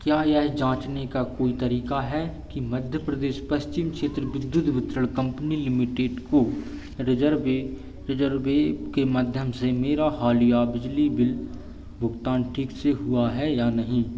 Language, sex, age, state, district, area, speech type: Hindi, male, 18-30, Madhya Pradesh, Seoni, urban, read